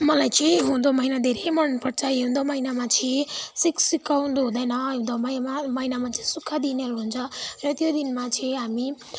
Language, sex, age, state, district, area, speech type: Nepali, female, 18-30, West Bengal, Kalimpong, rural, spontaneous